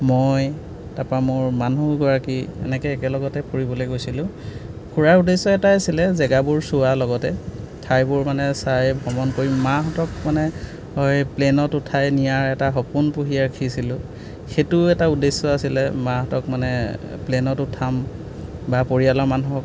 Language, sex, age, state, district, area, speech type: Assamese, male, 30-45, Assam, Golaghat, rural, spontaneous